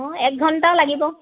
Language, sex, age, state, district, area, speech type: Assamese, female, 30-45, Assam, Dibrugarh, rural, conversation